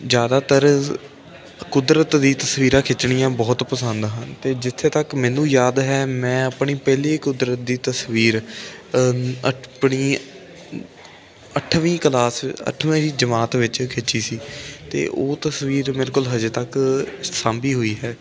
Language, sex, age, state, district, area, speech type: Punjabi, male, 18-30, Punjab, Ludhiana, urban, spontaneous